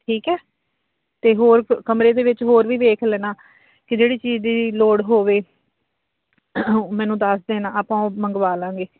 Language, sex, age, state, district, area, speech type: Punjabi, female, 30-45, Punjab, Fazilka, rural, conversation